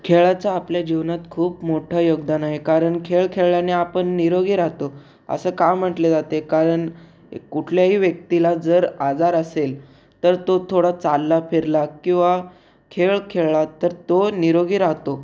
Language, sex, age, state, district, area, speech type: Marathi, male, 18-30, Maharashtra, Raigad, rural, spontaneous